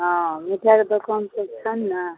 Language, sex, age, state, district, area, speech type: Maithili, female, 60+, Bihar, Araria, rural, conversation